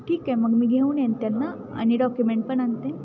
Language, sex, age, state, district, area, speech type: Marathi, female, 18-30, Maharashtra, Satara, rural, spontaneous